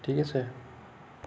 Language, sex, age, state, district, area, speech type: Assamese, male, 18-30, Assam, Nagaon, rural, spontaneous